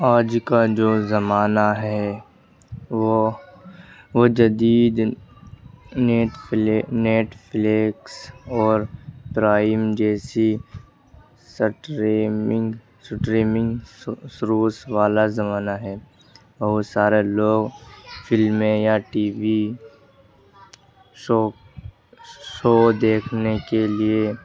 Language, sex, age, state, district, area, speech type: Urdu, male, 18-30, Uttar Pradesh, Ghaziabad, urban, spontaneous